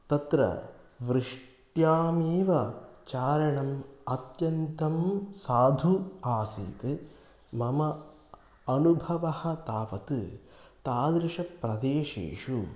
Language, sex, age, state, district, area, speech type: Sanskrit, male, 30-45, Karnataka, Kolar, rural, spontaneous